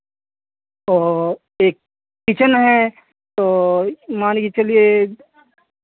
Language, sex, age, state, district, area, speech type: Hindi, male, 45-60, Uttar Pradesh, Lucknow, rural, conversation